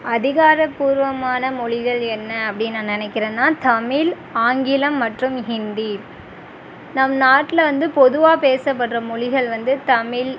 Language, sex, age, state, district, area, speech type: Tamil, female, 18-30, Tamil Nadu, Tiruchirappalli, rural, spontaneous